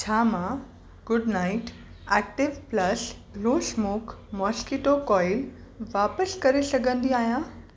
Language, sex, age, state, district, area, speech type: Sindhi, female, 18-30, Maharashtra, Mumbai Suburban, urban, read